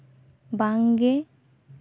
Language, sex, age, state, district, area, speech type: Santali, female, 18-30, West Bengal, Bankura, rural, spontaneous